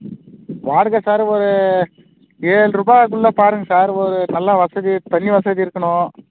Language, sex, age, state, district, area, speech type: Tamil, male, 30-45, Tamil Nadu, Krishnagiri, rural, conversation